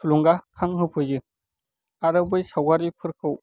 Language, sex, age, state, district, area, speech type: Bodo, male, 18-30, Assam, Baksa, rural, spontaneous